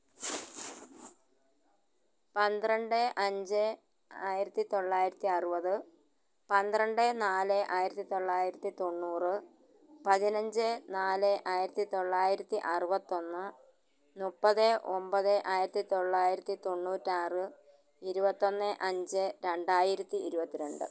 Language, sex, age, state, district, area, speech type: Malayalam, female, 60+, Kerala, Malappuram, rural, spontaneous